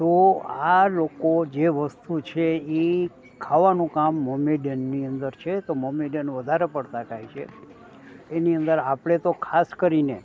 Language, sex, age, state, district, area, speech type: Gujarati, male, 60+, Gujarat, Rajkot, urban, spontaneous